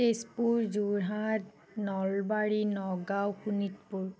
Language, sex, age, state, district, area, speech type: Assamese, female, 30-45, Assam, Nagaon, rural, spontaneous